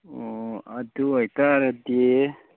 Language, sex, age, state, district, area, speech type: Manipuri, male, 30-45, Manipur, Churachandpur, rural, conversation